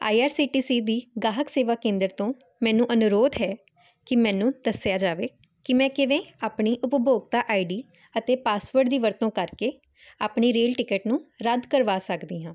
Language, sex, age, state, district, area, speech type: Punjabi, female, 18-30, Punjab, Jalandhar, urban, spontaneous